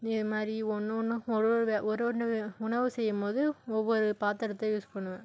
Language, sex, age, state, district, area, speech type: Tamil, female, 60+, Tamil Nadu, Cuddalore, rural, spontaneous